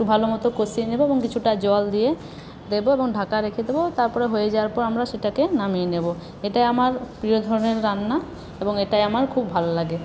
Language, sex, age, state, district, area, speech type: Bengali, female, 60+, West Bengal, Paschim Bardhaman, urban, spontaneous